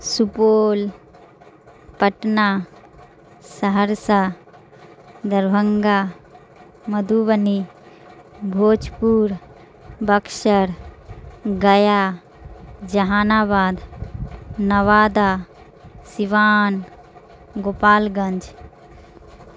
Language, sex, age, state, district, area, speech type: Urdu, female, 45-60, Bihar, Darbhanga, rural, spontaneous